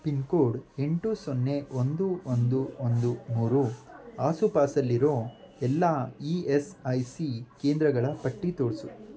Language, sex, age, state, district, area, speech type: Kannada, male, 18-30, Karnataka, Davanagere, rural, read